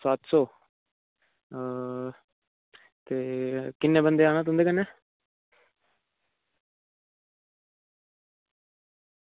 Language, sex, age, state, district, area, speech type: Dogri, female, 30-45, Jammu and Kashmir, Reasi, urban, conversation